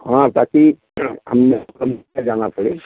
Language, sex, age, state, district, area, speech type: Hindi, male, 45-60, Uttar Pradesh, Jaunpur, rural, conversation